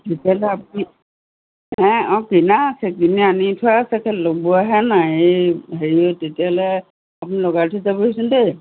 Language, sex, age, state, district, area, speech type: Assamese, female, 60+, Assam, Golaghat, urban, conversation